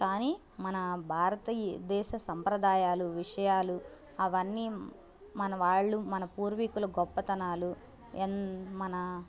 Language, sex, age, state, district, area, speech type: Telugu, female, 18-30, Andhra Pradesh, Bapatla, urban, spontaneous